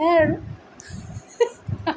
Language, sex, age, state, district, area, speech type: Assamese, female, 45-60, Assam, Tinsukia, rural, spontaneous